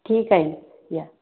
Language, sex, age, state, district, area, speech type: Marathi, female, 30-45, Maharashtra, Wardha, rural, conversation